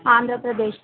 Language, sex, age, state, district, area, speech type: Telugu, female, 18-30, Telangana, Hyderabad, urban, conversation